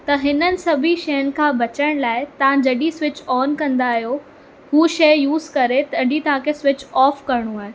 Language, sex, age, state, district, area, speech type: Sindhi, female, 18-30, Maharashtra, Mumbai Suburban, urban, spontaneous